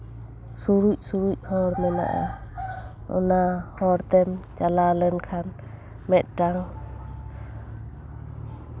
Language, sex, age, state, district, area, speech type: Santali, female, 30-45, West Bengal, Bankura, rural, spontaneous